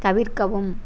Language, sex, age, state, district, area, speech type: Tamil, female, 30-45, Tamil Nadu, Coimbatore, rural, read